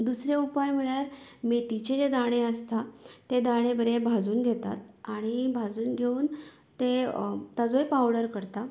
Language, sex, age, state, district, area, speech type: Goan Konkani, female, 30-45, Goa, Canacona, rural, spontaneous